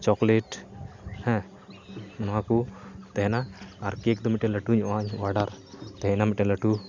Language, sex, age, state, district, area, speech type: Santali, male, 18-30, West Bengal, Uttar Dinajpur, rural, spontaneous